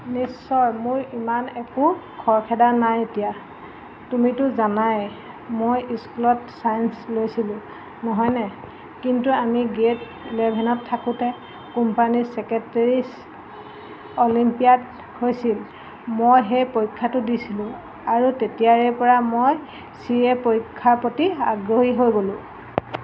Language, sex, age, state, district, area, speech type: Assamese, female, 45-60, Assam, Golaghat, urban, read